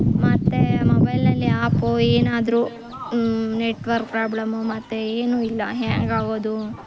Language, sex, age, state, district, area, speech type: Kannada, female, 18-30, Karnataka, Kolar, rural, spontaneous